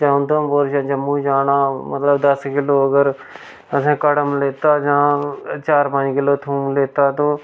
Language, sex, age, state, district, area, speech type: Dogri, male, 30-45, Jammu and Kashmir, Reasi, rural, spontaneous